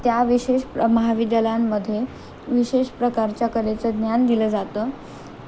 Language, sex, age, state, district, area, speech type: Marathi, female, 18-30, Maharashtra, Nanded, rural, spontaneous